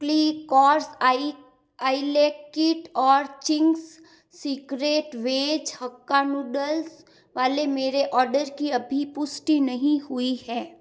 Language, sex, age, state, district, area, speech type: Hindi, female, 30-45, Rajasthan, Jodhpur, urban, read